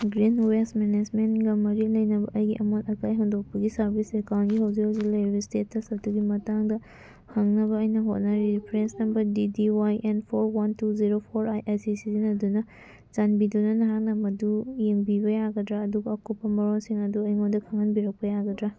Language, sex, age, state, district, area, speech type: Manipuri, female, 18-30, Manipur, Senapati, rural, read